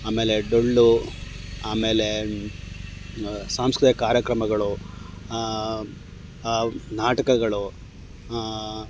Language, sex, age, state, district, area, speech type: Kannada, male, 30-45, Karnataka, Chamarajanagar, rural, spontaneous